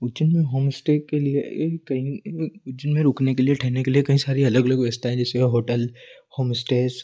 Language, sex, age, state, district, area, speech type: Hindi, male, 18-30, Madhya Pradesh, Ujjain, urban, spontaneous